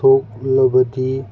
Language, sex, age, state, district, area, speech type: Manipuri, male, 30-45, Manipur, Kangpokpi, urban, read